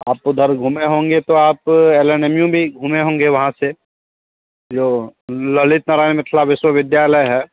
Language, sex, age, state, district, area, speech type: Hindi, male, 30-45, Bihar, Darbhanga, rural, conversation